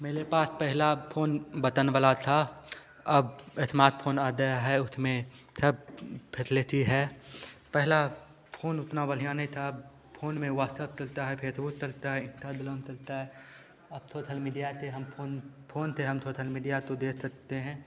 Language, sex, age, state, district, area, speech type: Hindi, male, 18-30, Bihar, Begusarai, rural, spontaneous